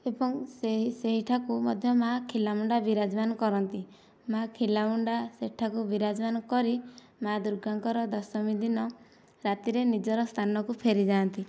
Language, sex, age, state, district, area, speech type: Odia, female, 18-30, Odisha, Nayagarh, rural, spontaneous